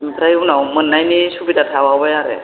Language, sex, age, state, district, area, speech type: Bodo, female, 60+, Assam, Chirang, rural, conversation